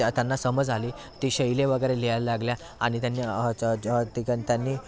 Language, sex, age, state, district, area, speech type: Marathi, male, 18-30, Maharashtra, Thane, urban, spontaneous